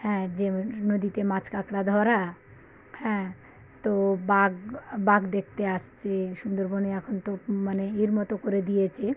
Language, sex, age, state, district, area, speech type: Bengali, female, 45-60, West Bengal, South 24 Parganas, rural, spontaneous